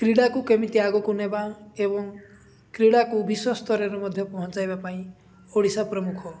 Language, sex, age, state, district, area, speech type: Odia, male, 18-30, Odisha, Nabarangpur, urban, spontaneous